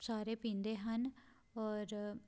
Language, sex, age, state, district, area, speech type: Punjabi, female, 18-30, Punjab, Pathankot, rural, spontaneous